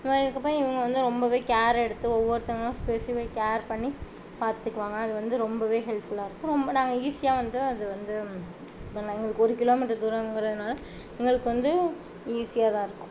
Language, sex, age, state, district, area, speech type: Tamil, female, 45-60, Tamil Nadu, Tiruvarur, urban, spontaneous